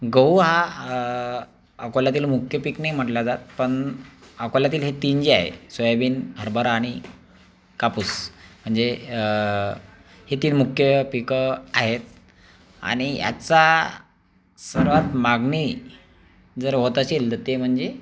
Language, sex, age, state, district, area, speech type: Marathi, male, 30-45, Maharashtra, Akola, urban, spontaneous